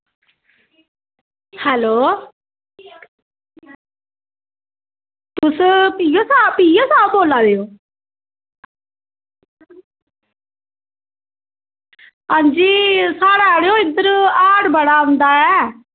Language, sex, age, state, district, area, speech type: Dogri, female, 30-45, Jammu and Kashmir, Samba, rural, conversation